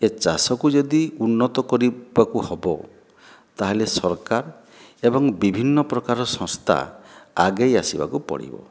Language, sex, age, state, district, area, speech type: Odia, male, 45-60, Odisha, Boudh, rural, spontaneous